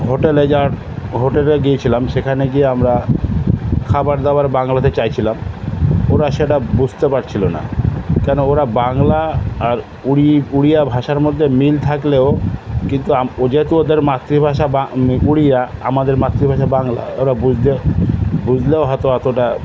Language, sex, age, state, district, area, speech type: Bengali, male, 60+, West Bengal, South 24 Parganas, urban, spontaneous